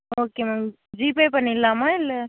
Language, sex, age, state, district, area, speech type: Tamil, female, 18-30, Tamil Nadu, Mayiladuthurai, rural, conversation